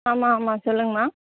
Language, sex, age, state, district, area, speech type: Tamil, female, 18-30, Tamil Nadu, Kallakurichi, rural, conversation